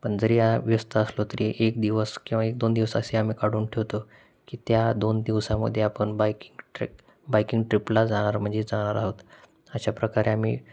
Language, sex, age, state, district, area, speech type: Marathi, male, 30-45, Maharashtra, Osmanabad, rural, spontaneous